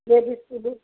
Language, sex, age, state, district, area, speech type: Maithili, female, 30-45, Bihar, Madhepura, rural, conversation